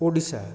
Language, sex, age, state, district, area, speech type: Odia, male, 30-45, Odisha, Kendrapara, urban, spontaneous